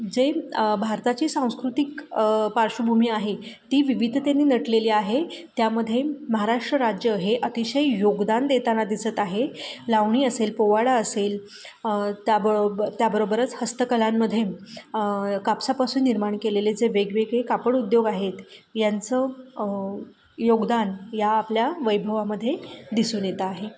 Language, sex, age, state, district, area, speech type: Marathi, female, 30-45, Maharashtra, Satara, urban, spontaneous